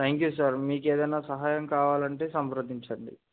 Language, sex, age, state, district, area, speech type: Telugu, male, 18-30, Telangana, Adilabad, urban, conversation